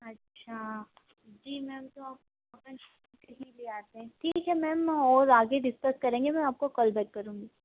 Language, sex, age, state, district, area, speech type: Hindi, female, 18-30, Madhya Pradesh, Harda, urban, conversation